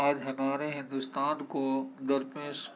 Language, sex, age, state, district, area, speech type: Urdu, male, 30-45, Uttar Pradesh, Gautam Buddha Nagar, rural, spontaneous